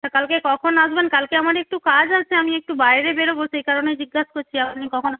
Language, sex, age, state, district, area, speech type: Bengali, female, 45-60, West Bengal, North 24 Parganas, rural, conversation